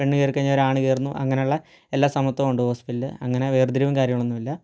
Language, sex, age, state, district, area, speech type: Malayalam, male, 18-30, Kerala, Kottayam, rural, spontaneous